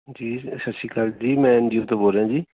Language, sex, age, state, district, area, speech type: Punjabi, male, 45-60, Punjab, Bathinda, urban, conversation